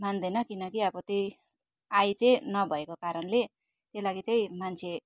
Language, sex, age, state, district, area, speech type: Nepali, female, 45-60, West Bengal, Darjeeling, rural, spontaneous